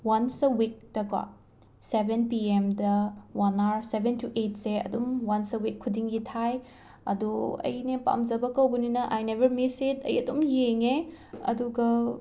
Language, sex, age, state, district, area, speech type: Manipuri, female, 18-30, Manipur, Imphal West, rural, spontaneous